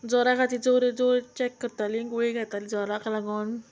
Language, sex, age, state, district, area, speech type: Goan Konkani, female, 30-45, Goa, Murmgao, rural, spontaneous